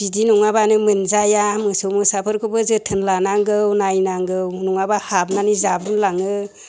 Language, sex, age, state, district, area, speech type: Bodo, female, 45-60, Assam, Chirang, rural, spontaneous